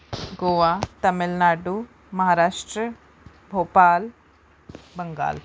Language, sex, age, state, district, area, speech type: Punjabi, female, 18-30, Punjab, Rupnagar, urban, spontaneous